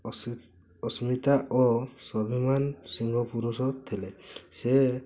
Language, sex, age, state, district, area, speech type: Odia, male, 18-30, Odisha, Mayurbhanj, rural, spontaneous